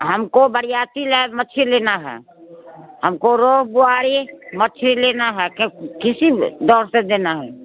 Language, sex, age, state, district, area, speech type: Hindi, female, 60+, Bihar, Muzaffarpur, rural, conversation